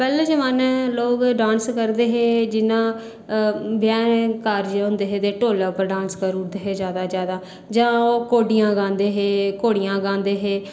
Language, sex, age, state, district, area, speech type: Dogri, female, 18-30, Jammu and Kashmir, Reasi, rural, spontaneous